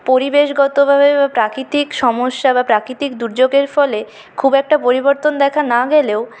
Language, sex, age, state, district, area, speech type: Bengali, female, 30-45, West Bengal, Purulia, urban, spontaneous